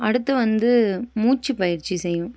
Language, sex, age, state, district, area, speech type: Tamil, female, 18-30, Tamil Nadu, Nilgiris, rural, spontaneous